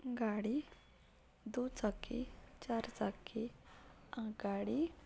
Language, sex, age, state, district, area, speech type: Marathi, female, 18-30, Maharashtra, Satara, urban, spontaneous